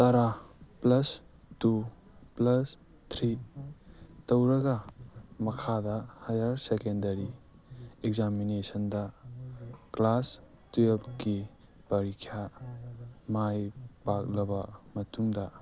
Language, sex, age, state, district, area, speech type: Manipuri, male, 18-30, Manipur, Kangpokpi, urban, read